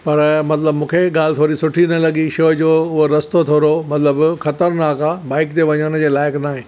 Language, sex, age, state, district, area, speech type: Sindhi, male, 60+, Maharashtra, Thane, rural, spontaneous